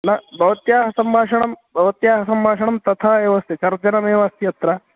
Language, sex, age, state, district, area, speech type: Sanskrit, male, 18-30, Karnataka, Dakshina Kannada, rural, conversation